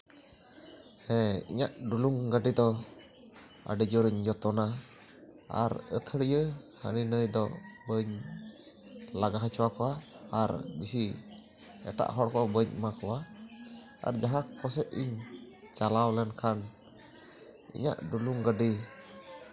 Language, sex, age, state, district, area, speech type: Santali, male, 30-45, West Bengal, Bankura, rural, spontaneous